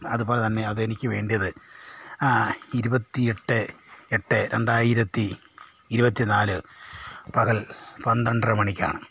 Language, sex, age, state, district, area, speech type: Malayalam, male, 60+, Kerala, Kollam, rural, spontaneous